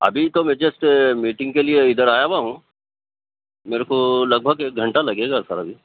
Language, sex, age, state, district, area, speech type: Urdu, male, 30-45, Telangana, Hyderabad, urban, conversation